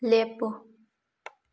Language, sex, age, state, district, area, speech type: Manipuri, female, 18-30, Manipur, Thoubal, rural, read